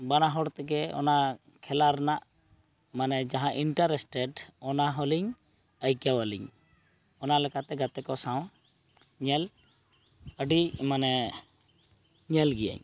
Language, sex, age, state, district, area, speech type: Santali, male, 45-60, West Bengal, Purulia, rural, spontaneous